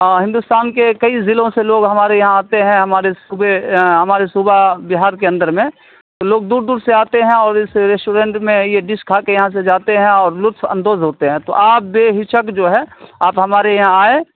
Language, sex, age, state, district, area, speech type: Urdu, male, 30-45, Bihar, Saharsa, urban, conversation